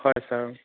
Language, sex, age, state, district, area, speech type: Assamese, male, 45-60, Assam, Lakhimpur, rural, conversation